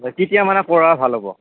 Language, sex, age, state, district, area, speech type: Assamese, male, 30-45, Assam, Goalpara, urban, conversation